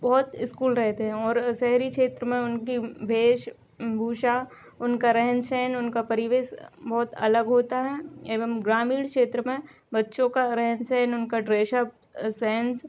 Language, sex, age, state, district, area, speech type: Hindi, female, 18-30, Madhya Pradesh, Narsinghpur, rural, spontaneous